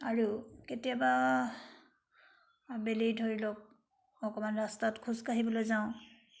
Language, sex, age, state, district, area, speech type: Assamese, female, 60+, Assam, Charaideo, urban, spontaneous